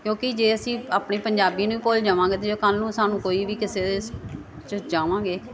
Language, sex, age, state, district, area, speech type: Punjabi, female, 45-60, Punjab, Gurdaspur, urban, spontaneous